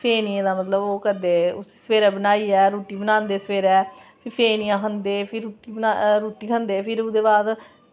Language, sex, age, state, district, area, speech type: Dogri, female, 30-45, Jammu and Kashmir, Samba, rural, spontaneous